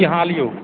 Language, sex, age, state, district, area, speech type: Maithili, male, 45-60, Bihar, Madhepura, rural, conversation